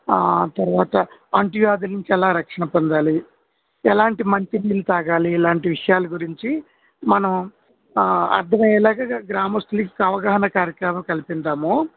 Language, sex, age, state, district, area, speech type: Telugu, male, 45-60, Andhra Pradesh, Kurnool, urban, conversation